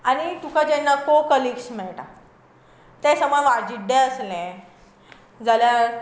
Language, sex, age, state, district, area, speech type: Goan Konkani, female, 18-30, Goa, Tiswadi, rural, spontaneous